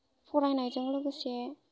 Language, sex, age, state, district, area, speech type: Bodo, female, 18-30, Assam, Baksa, rural, spontaneous